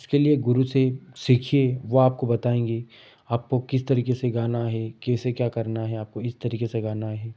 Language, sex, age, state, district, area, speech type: Hindi, male, 18-30, Madhya Pradesh, Ujjain, rural, spontaneous